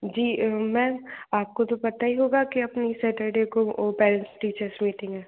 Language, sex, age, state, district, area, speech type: Hindi, other, 45-60, Madhya Pradesh, Bhopal, urban, conversation